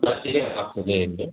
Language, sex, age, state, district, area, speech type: Hindi, male, 30-45, Uttar Pradesh, Azamgarh, rural, conversation